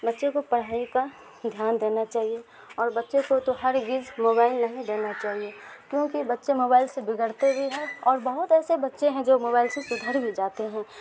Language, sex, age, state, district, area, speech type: Urdu, female, 30-45, Bihar, Supaul, rural, spontaneous